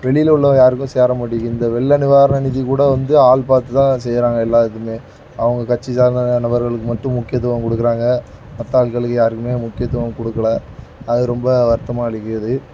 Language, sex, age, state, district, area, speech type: Tamil, male, 30-45, Tamil Nadu, Thoothukudi, urban, spontaneous